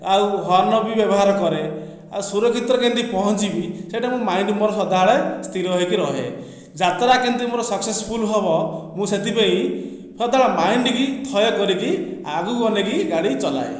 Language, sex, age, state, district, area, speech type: Odia, male, 45-60, Odisha, Khordha, rural, spontaneous